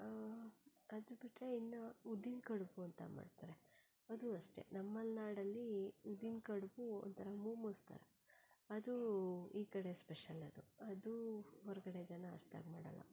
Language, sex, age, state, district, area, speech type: Kannada, female, 30-45, Karnataka, Shimoga, rural, spontaneous